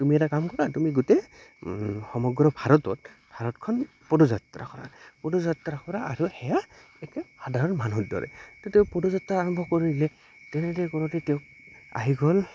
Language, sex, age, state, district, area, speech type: Assamese, male, 18-30, Assam, Goalpara, rural, spontaneous